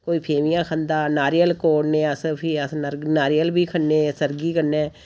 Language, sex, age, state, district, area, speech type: Dogri, female, 45-60, Jammu and Kashmir, Samba, rural, spontaneous